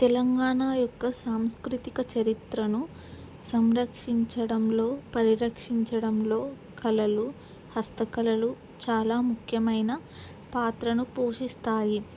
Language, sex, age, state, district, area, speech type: Telugu, female, 18-30, Telangana, Ranga Reddy, urban, spontaneous